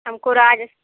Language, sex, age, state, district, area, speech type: Hindi, female, 18-30, Uttar Pradesh, Prayagraj, rural, conversation